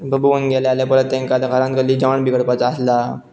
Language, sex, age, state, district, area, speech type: Goan Konkani, male, 18-30, Goa, Pernem, rural, spontaneous